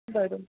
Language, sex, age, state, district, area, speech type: Marathi, female, 45-60, Maharashtra, Palghar, urban, conversation